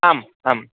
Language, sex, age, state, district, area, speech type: Sanskrit, male, 30-45, Karnataka, Vijayapura, urban, conversation